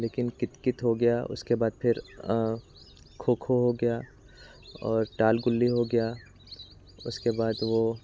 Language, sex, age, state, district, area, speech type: Hindi, male, 18-30, Bihar, Muzaffarpur, urban, spontaneous